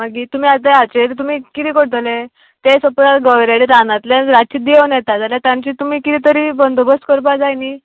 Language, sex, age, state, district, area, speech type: Goan Konkani, female, 18-30, Goa, Canacona, rural, conversation